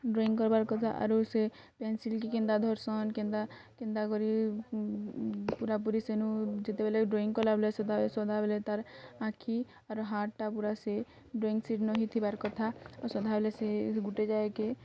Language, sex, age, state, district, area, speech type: Odia, female, 18-30, Odisha, Bargarh, rural, spontaneous